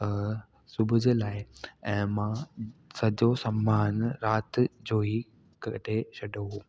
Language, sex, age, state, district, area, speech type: Sindhi, male, 18-30, Delhi, South Delhi, urban, spontaneous